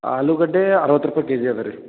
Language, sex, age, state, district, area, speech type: Kannada, male, 18-30, Karnataka, Raichur, urban, conversation